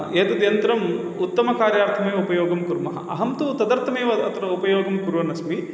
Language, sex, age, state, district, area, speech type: Sanskrit, male, 30-45, Kerala, Thrissur, urban, spontaneous